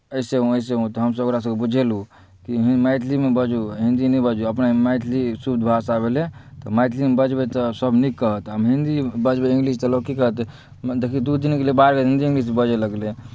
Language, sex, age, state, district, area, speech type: Maithili, male, 18-30, Bihar, Darbhanga, rural, spontaneous